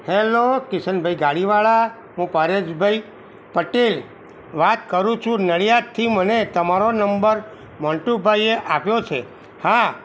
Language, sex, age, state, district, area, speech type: Gujarati, male, 45-60, Gujarat, Kheda, rural, spontaneous